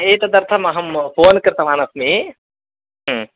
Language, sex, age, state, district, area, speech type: Sanskrit, male, 30-45, Karnataka, Uttara Kannada, rural, conversation